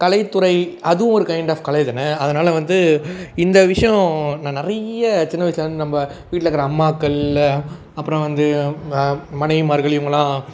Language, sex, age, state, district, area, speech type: Tamil, male, 18-30, Tamil Nadu, Tiruvannamalai, urban, spontaneous